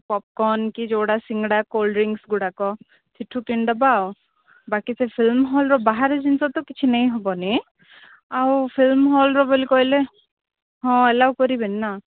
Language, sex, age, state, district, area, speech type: Odia, female, 18-30, Odisha, Koraput, urban, conversation